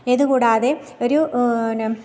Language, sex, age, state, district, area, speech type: Malayalam, female, 30-45, Kerala, Thiruvananthapuram, rural, spontaneous